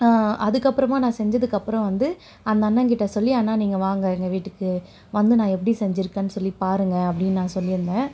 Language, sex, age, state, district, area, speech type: Tamil, female, 18-30, Tamil Nadu, Perambalur, rural, spontaneous